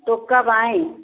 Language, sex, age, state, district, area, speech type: Hindi, female, 45-60, Uttar Pradesh, Bhadohi, rural, conversation